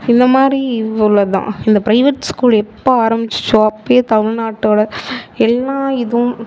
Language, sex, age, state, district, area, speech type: Tamil, female, 18-30, Tamil Nadu, Mayiladuthurai, urban, spontaneous